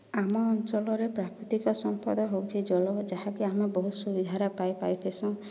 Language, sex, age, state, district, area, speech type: Odia, female, 30-45, Odisha, Boudh, rural, spontaneous